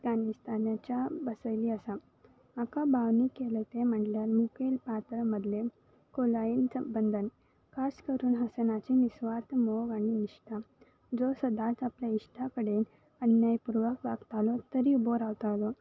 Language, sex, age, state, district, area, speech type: Goan Konkani, female, 18-30, Goa, Salcete, rural, spontaneous